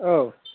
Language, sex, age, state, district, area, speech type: Bodo, male, 45-60, Assam, Chirang, urban, conversation